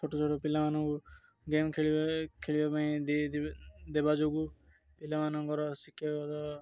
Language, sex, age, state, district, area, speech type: Odia, male, 18-30, Odisha, Ganjam, urban, spontaneous